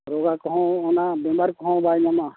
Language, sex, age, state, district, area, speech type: Santali, male, 60+, Odisha, Mayurbhanj, rural, conversation